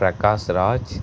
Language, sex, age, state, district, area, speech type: Tamil, male, 30-45, Tamil Nadu, Tiruchirappalli, rural, spontaneous